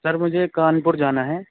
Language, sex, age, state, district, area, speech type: Urdu, male, 18-30, Uttar Pradesh, Saharanpur, urban, conversation